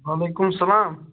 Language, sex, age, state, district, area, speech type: Kashmiri, male, 18-30, Jammu and Kashmir, Ganderbal, rural, conversation